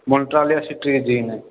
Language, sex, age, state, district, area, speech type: Maithili, male, 30-45, Bihar, Purnia, rural, conversation